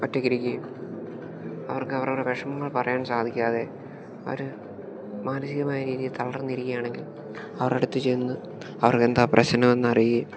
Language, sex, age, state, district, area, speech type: Malayalam, male, 18-30, Kerala, Idukki, rural, spontaneous